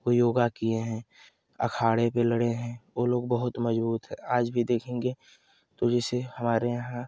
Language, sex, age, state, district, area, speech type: Hindi, male, 18-30, Uttar Pradesh, Ghazipur, urban, spontaneous